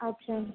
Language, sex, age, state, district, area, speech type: Odia, female, 18-30, Odisha, Puri, urban, conversation